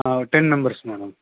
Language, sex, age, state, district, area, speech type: Tamil, male, 30-45, Tamil Nadu, Salem, urban, conversation